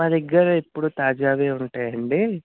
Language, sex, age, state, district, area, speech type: Telugu, male, 45-60, Andhra Pradesh, West Godavari, rural, conversation